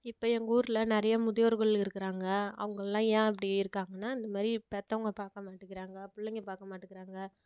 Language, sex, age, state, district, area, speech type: Tamil, female, 18-30, Tamil Nadu, Kallakurichi, rural, spontaneous